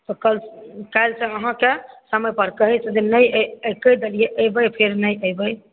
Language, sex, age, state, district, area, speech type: Maithili, female, 30-45, Bihar, Supaul, urban, conversation